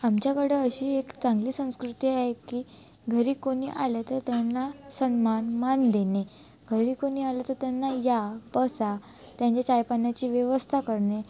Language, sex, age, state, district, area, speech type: Marathi, female, 18-30, Maharashtra, Wardha, rural, spontaneous